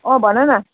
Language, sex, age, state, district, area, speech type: Nepali, female, 30-45, West Bengal, Kalimpong, rural, conversation